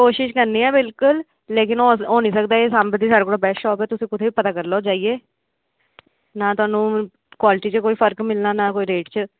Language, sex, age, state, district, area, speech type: Dogri, female, 18-30, Jammu and Kashmir, Samba, urban, conversation